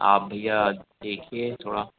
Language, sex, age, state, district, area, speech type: Hindi, male, 18-30, Madhya Pradesh, Jabalpur, urban, conversation